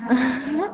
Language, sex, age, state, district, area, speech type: Odia, female, 45-60, Odisha, Dhenkanal, rural, conversation